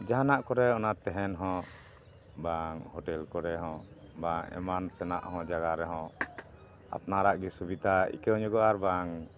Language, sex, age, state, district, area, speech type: Santali, male, 45-60, West Bengal, Dakshin Dinajpur, rural, spontaneous